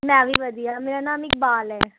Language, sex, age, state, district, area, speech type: Punjabi, female, 18-30, Punjab, Tarn Taran, urban, conversation